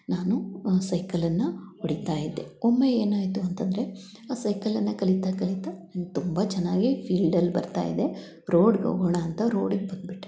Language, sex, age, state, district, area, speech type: Kannada, female, 60+, Karnataka, Chitradurga, rural, spontaneous